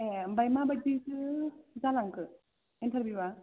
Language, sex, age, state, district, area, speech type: Bodo, female, 18-30, Assam, Kokrajhar, rural, conversation